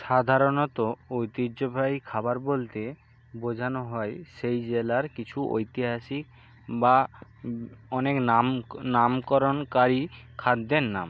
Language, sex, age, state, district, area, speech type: Bengali, male, 60+, West Bengal, Nadia, rural, spontaneous